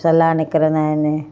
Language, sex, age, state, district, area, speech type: Sindhi, female, 45-60, Gujarat, Kutch, urban, spontaneous